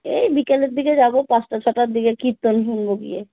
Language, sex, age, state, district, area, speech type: Bengali, female, 30-45, West Bengal, Darjeeling, urban, conversation